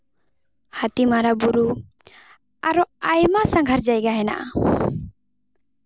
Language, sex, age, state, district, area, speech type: Santali, female, 18-30, West Bengal, Jhargram, rural, spontaneous